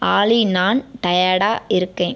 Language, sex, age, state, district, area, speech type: Tamil, female, 18-30, Tamil Nadu, Viluppuram, urban, read